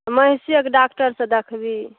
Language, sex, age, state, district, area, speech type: Maithili, female, 30-45, Bihar, Saharsa, rural, conversation